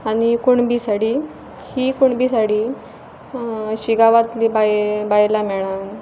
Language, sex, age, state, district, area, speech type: Goan Konkani, female, 18-30, Goa, Pernem, rural, spontaneous